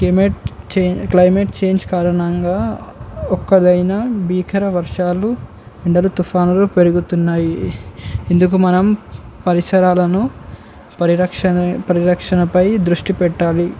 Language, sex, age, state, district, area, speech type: Telugu, male, 18-30, Telangana, Komaram Bheem, urban, spontaneous